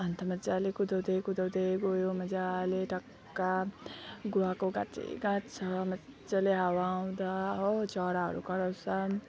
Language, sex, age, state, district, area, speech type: Nepali, female, 30-45, West Bengal, Alipurduar, urban, spontaneous